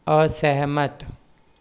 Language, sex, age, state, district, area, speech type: Hindi, male, 60+, Rajasthan, Jodhpur, rural, read